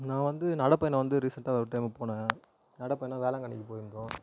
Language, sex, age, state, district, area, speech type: Tamil, male, 18-30, Tamil Nadu, Tiruvannamalai, urban, spontaneous